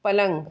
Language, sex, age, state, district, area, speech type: Hindi, female, 45-60, Madhya Pradesh, Bhopal, urban, read